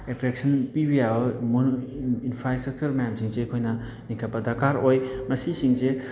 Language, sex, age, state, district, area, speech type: Manipuri, male, 30-45, Manipur, Thoubal, rural, spontaneous